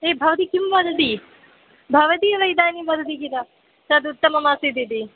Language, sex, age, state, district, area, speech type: Sanskrit, female, 18-30, Kerala, Kozhikode, urban, conversation